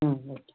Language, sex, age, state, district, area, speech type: Tamil, female, 30-45, Tamil Nadu, Tiruvarur, rural, conversation